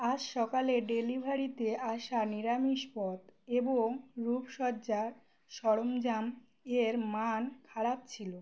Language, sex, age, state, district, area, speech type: Bengali, female, 18-30, West Bengal, Uttar Dinajpur, urban, read